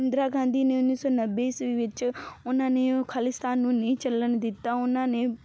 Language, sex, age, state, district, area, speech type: Punjabi, female, 18-30, Punjab, Fazilka, rural, spontaneous